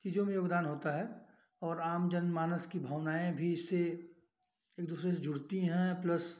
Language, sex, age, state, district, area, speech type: Hindi, male, 30-45, Uttar Pradesh, Chandauli, rural, spontaneous